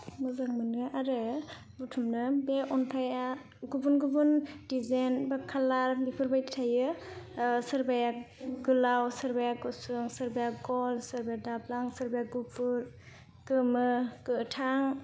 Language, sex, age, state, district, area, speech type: Bodo, female, 18-30, Assam, Kokrajhar, rural, spontaneous